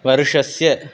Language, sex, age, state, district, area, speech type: Sanskrit, male, 18-30, Tamil Nadu, Viluppuram, rural, spontaneous